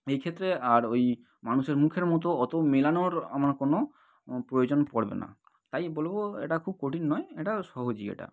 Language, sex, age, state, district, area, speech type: Bengali, male, 18-30, West Bengal, North 24 Parganas, urban, spontaneous